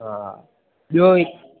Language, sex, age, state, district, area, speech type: Sindhi, male, 18-30, Gujarat, Junagadh, rural, conversation